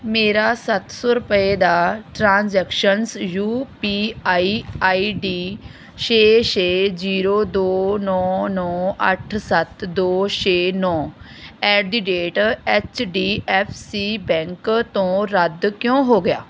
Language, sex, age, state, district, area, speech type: Punjabi, female, 45-60, Punjab, Bathinda, rural, read